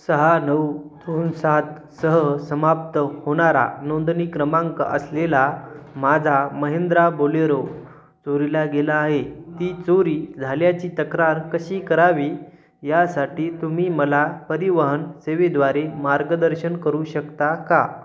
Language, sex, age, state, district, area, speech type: Marathi, male, 30-45, Maharashtra, Hingoli, urban, read